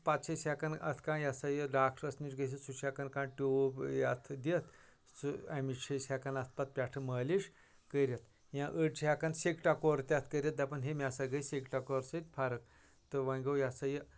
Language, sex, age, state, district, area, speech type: Kashmiri, male, 30-45, Jammu and Kashmir, Anantnag, rural, spontaneous